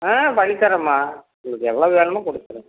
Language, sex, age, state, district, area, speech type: Tamil, male, 60+, Tamil Nadu, Erode, rural, conversation